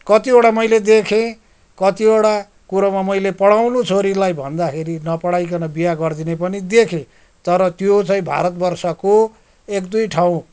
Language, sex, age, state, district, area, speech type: Nepali, male, 60+, West Bengal, Kalimpong, rural, spontaneous